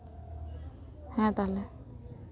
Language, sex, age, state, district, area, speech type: Santali, female, 18-30, West Bengal, Paschim Bardhaman, rural, spontaneous